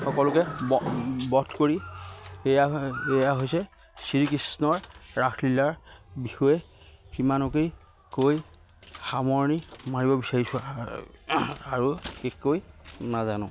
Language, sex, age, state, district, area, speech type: Assamese, male, 30-45, Assam, Majuli, urban, spontaneous